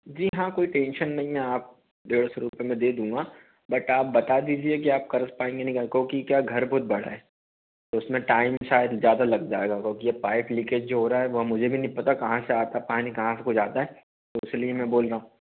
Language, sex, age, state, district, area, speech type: Hindi, male, 18-30, Madhya Pradesh, Bhopal, urban, conversation